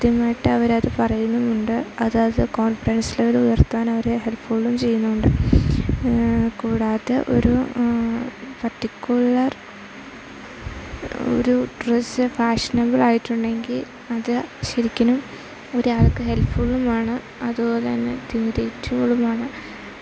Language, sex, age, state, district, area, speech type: Malayalam, female, 18-30, Kerala, Idukki, rural, spontaneous